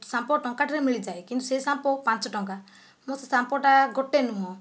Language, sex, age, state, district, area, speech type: Odia, female, 45-60, Odisha, Kandhamal, rural, spontaneous